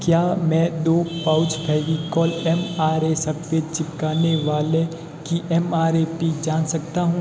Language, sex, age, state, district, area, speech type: Hindi, male, 45-60, Rajasthan, Jodhpur, urban, read